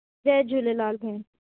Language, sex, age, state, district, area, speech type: Sindhi, female, 18-30, Delhi, South Delhi, urban, conversation